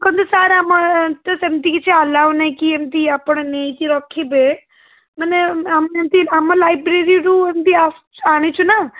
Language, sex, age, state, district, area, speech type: Odia, female, 30-45, Odisha, Puri, urban, conversation